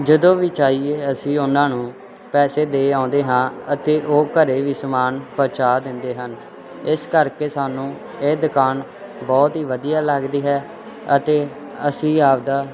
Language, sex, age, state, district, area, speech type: Punjabi, male, 18-30, Punjab, Firozpur, rural, spontaneous